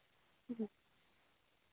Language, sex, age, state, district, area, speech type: Santali, female, 30-45, Jharkhand, Pakur, rural, conversation